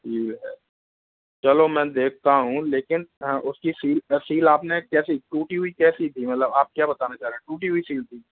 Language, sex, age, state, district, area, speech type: Hindi, male, 30-45, Rajasthan, Jaipur, urban, conversation